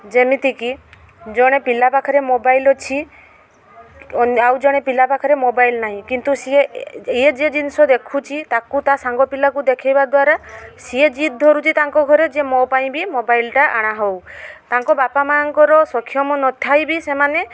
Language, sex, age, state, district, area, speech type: Odia, female, 45-60, Odisha, Mayurbhanj, rural, spontaneous